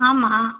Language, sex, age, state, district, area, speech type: Tamil, female, 60+, Tamil Nadu, Mayiladuthurai, rural, conversation